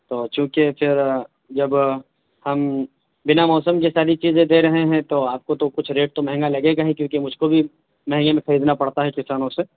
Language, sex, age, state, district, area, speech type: Urdu, male, 30-45, Bihar, Saharsa, urban, conversation